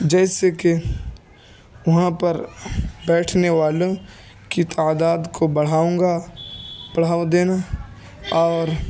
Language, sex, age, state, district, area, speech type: Urdu, male, 18-30, Uttar Pradesh, Ghaziabad, rural, spontaneous